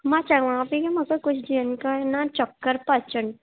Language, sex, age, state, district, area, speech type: Sindhi, female, 18-30, Rajasthan, Ajmer, urban, conversation